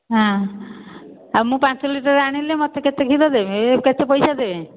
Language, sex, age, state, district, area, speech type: Odia, female, 60+, Odisha, Khordha, rural, conversation